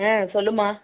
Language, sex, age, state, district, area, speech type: Tamil, female, 45-60, Tamil Nadu, Nagapattinam, urban, conversation